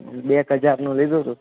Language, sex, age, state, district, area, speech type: Gujarati, male, 18-30, Gujarat, Junagadh, urban, conversation